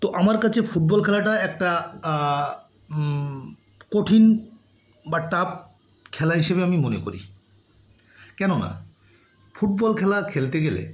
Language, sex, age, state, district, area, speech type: Bengali, male, 45-60, West Bengal, Birbhum, urban, spontaneous